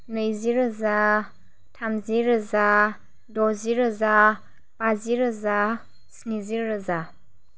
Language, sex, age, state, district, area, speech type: Bodo, female, 45-60, Assam, Chirang, rural, spontaneous